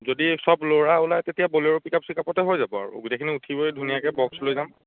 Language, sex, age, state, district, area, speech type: Assamese, male, 30-45, Assam, Biswanath, rural, conversation